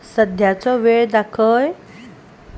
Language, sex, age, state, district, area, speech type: Goan Konkani, female, 30-45, Goa, Salcete, urban, read